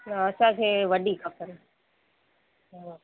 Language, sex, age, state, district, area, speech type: Sindhi, female, 30-45, Gujarat, Junagadh, urban, conversation